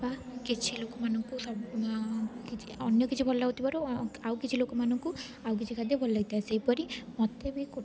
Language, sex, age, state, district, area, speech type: Odia, female, 18-30, Odisha, Rayagada, rural, spontaneous